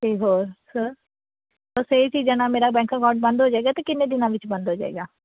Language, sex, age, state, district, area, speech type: Punjabi, female, 18-30, Punjab, Mansa, urban, conversation